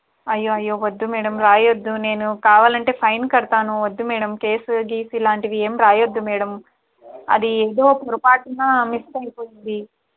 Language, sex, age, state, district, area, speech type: Telugu, female, 18-30, Andhra Pradesh, Krishna, urban, conversation